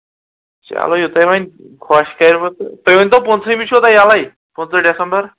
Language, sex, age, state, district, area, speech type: Kashmiri, male, 30-45, Jammu and Kashmir, Kulgam, urban, conversation